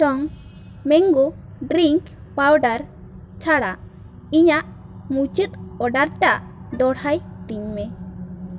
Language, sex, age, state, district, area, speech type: Santali, female, 18-30, West Bengal, Bankura, rural, read